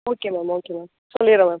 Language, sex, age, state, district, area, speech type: Tamil, female, 18-30, Tamil Nadu, Thanjavur, rural, conversation